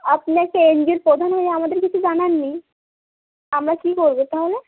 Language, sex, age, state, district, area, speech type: Bengali, female, 18-30, West Bengal, Birbhum, urban, conversation